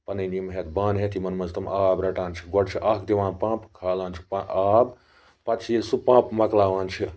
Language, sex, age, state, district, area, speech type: Kashmiri, male, 18-30, Jammu and Kashmir, Baramulla, rural, spontaneous